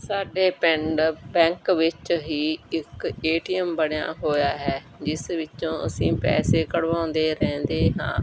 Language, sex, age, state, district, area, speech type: Punjabi, female, 45-60, Punjab, Bathinda, rural, spontaneous